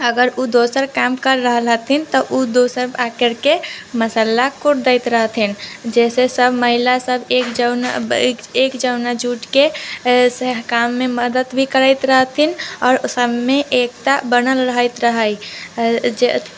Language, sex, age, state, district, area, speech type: Maithili, female, 18-30, Bihar, Muzaffarpur, rural, spontaneous